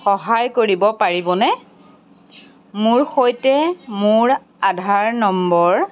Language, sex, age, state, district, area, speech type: Assamese, female, 30-45, Assam, Golaghat, rural, read